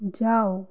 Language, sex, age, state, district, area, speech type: Bengali, female, 18-30, West Bengal, Nadia, rural, read